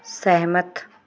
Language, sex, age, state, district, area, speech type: Punjabi, female, 30-45, Punjab, Pathankot, rural, read